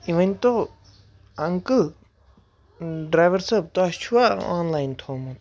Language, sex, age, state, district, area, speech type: Kashmiri, female, 18-30, Jammu and Kashmir, Kupwara, rural, spontaneous